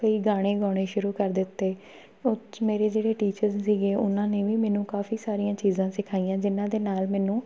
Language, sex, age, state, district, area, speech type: Punjabi, female, 18-30, Punjab, Tarn Taran, rural, spontaneous